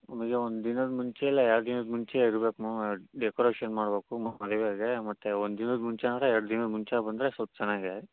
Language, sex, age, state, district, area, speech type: Kannada, male, 30-45, Karnataka, Davanagere, rural, conversation